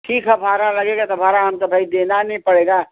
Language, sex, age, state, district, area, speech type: Hindi, female, 60+, Uttar Pradesh, Ghazipur, rural, conversation